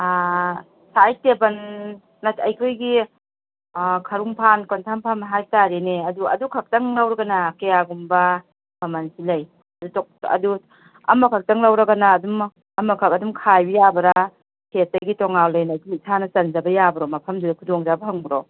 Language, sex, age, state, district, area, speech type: Manipuri, female, 45-60, Manipur, Kakching, rural, conversation